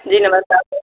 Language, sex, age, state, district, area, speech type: Maithili, male, 18-30, Bihar, Sitamarhi, rural, conversation